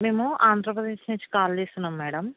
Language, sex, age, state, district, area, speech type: Telugu, female, 45-60, Telangana, Hyderabad, urban, conversation